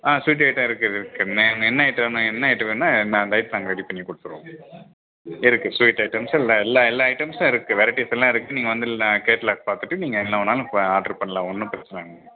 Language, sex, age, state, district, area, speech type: Tamil, male, 60+, Tamil Nadu, Tiruvarur, rural, conversation